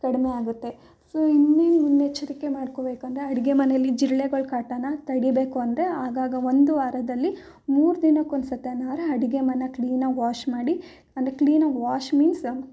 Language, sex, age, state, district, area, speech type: Kannada, female, 18-30, Karnataka, Mysore, urban, spontaneous